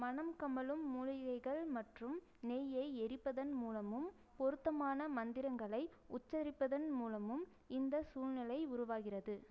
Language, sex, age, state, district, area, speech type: Tamil, female, 18-30, Tamil Nadu, Erode, rural, read